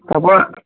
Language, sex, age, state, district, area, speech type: Assamese, male, 30-45, Assam, Darrang, rural, conversation